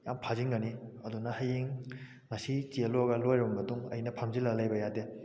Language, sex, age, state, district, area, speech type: Manipuri, male, 18-30, Manipur, Kakching, rural, spontaneous